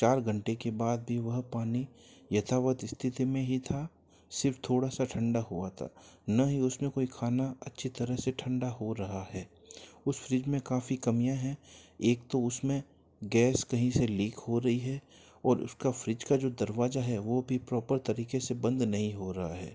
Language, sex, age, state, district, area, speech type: Hindi, male, 45-60, Rajasthan, Jodhpur, urban, spontaneous